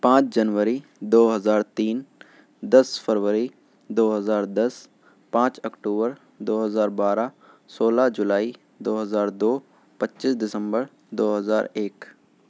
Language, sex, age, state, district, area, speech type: Urdu, male, 18-30, Uttar Pradesh, Shahjahanpur, rural, spontaneous